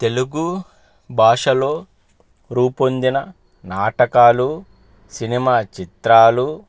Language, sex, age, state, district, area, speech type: Telugu, male, 30-45, Andhra Pradesh, Palnadu, urban, spontaneous